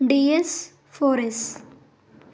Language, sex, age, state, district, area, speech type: Telugu, female, 18-30, Telangana, Bhadradri Kothagudem, rural, spontaneous